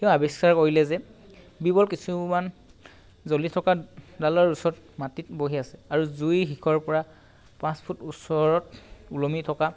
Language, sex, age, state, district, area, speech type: Assamese, male, 18-30, Assam, Tinsukia, urban, spontaneous